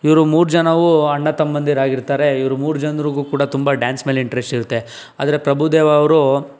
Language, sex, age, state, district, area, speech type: Kannada, male, 18-30, Karnataka, Tumkur, rural, spontaneous